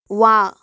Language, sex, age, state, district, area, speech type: Hindi, female, 30-45, Rajasthan, Jodhpur, rural, read